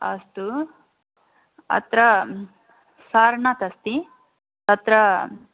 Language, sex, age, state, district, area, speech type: Sanskrit, female, 18-30, Assam, Biswanath, rural, conversation